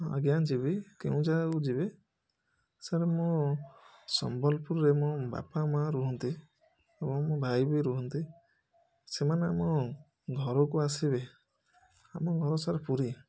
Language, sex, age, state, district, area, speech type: Odia, male, 30-45, Odisha, Puri, urban, spontaneous